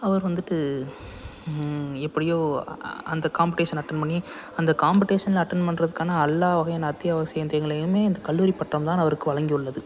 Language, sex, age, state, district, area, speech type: Tamil, male, 18-30, Tamil Nadu, Salem, urban, spontaneous